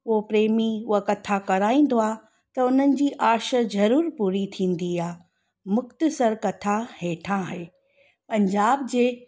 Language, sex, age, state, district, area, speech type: Sindhi, female, 30-45, Gujarat, Junagadh, rural, spontaneous